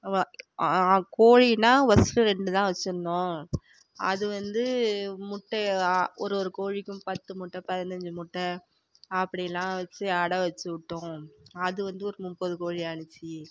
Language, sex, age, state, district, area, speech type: Tamil, female, 45-60, Tamil Nadu, Tiruvarur, rural, spontaneous